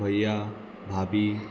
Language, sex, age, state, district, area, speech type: Goan Konkani, male, 18-30, Goa, Murmgao, urban, spontaneous